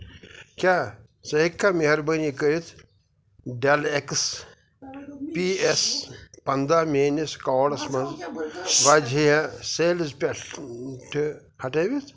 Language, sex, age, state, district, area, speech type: Kashmiri, male, 45-60, Jammu and Kashmir, Pulwama, rural, read